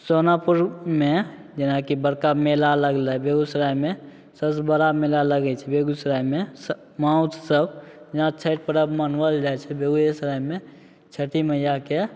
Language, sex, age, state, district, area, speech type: Maithili, male, 18-30, Bihar, Begusarai, urban, spontaneous